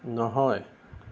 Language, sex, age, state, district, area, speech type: Assamese, male, 45-60, Assam, Lakhimpur, rural, read